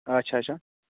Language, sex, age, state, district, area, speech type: Kashmiri, male, 30-45, Jammu and Kashmir, Baramulla, rural, conversation